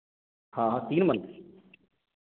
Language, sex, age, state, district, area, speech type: Hindi, male, 30-45, Madhya Pradesh, Hoshangabad, rural, conversation